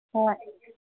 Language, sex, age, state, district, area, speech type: Manipuri, female, 30-45, Manipur, Kangpokpi, urban, conversation